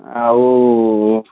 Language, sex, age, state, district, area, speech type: Odia, male, 45-60, Odisha, Balasore, rural, conversation